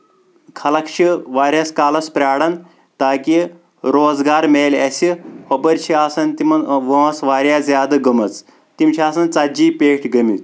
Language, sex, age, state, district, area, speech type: Kashmiri, male, 18-30, Jammu and Kashmir, Kulgam, rural, spontaneous